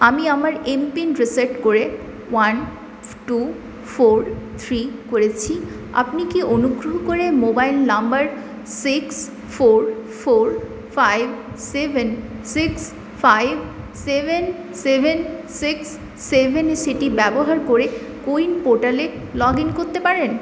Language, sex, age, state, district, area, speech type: Bengali, female, 18-30, West Bengal, Purulia, urban, read